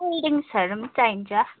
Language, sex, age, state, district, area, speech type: Nepali, female, 60+, West Bengal, Darjeeling, rural, conversation